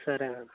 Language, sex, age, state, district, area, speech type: Telugu, male, 60+, Andhra Pradesh, Eluru, rural, conversation